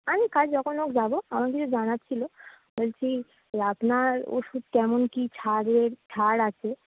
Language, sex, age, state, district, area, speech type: Bengali, female, 18-30, West Bengal, Darjeeling, urban, conversation